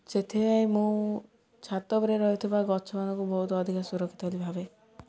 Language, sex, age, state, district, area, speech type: Odia, female, 18-30, Odisha, Ganjam, urban, spontaneous